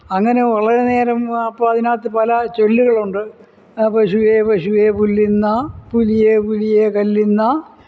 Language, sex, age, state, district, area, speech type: Malayalam, male, 60+, Kerala, Kollam, rural, spontaneous